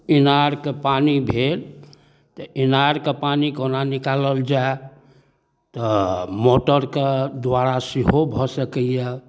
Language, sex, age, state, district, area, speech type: Maithili, male, 60+, Bihar, Darbhanga, rural, spontaneous